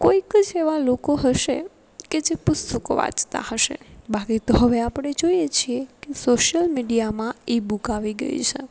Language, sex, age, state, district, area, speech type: Gujarati, female, 18-30, Gujarat, Rajkot, rural, spontaneous